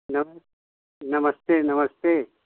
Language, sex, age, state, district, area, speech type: Hindi, male, 60+, Uttar Pradesh, Hardoi, rural, conversation